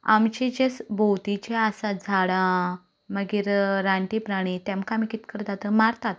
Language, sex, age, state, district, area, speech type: Goan Konkani, female, 18-30, Goa, Canacona, rural, spontaneous